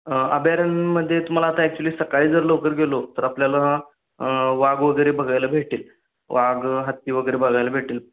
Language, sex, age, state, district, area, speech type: Marathi, male, 18-30, Maharashtra, Sangli, urban, conversation